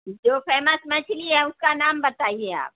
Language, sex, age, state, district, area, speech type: Urdu, female, 60+, Bihar, Supaul, rural, conversation